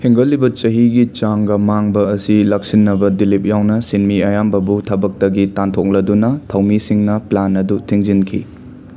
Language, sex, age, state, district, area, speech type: Manipuri, male, 30-45, Manipur, Imphal West, urban, read